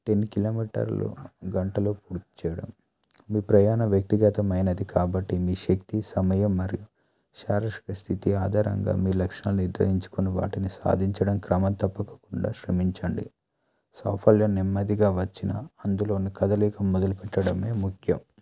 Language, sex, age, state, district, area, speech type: Telugu, male, 30-45, Telangana, Adilabad, rural, spontaneous